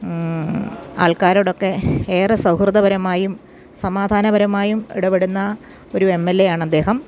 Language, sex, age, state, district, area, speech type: Malayalam, female, 45-60, Kerala, Kottayam, rural, spontaneous